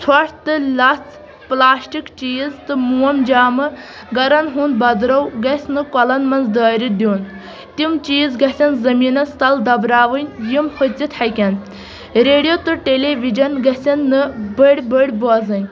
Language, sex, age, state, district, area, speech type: Kashmiri, female, 18-30, Jammu and Kashmir, Kulgam, rural, spontaneous